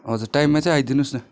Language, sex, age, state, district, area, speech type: Nepali, male, 30-45, West Bengal, Darjeeling, rural, spontaneous